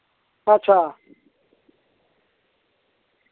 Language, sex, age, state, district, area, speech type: Dogri, male, 60+, Jammu and Kashmir, Reasi, rural, conversation